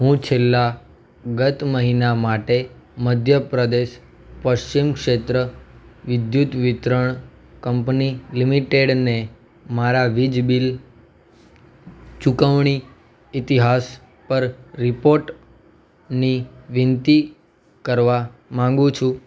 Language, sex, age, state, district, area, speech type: Gujarati, male, 18-30, Gujarat, Anand, urban, read